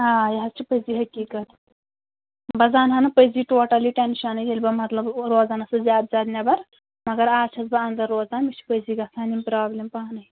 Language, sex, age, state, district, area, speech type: Kashmiri, female, 30-45, Jammu and Kashmir, Pulwama, urban, conversation